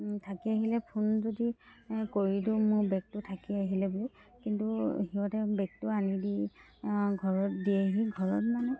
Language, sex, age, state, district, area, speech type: Assamese, female, 30-45, Assam, Dhemaji, rural, spontaneous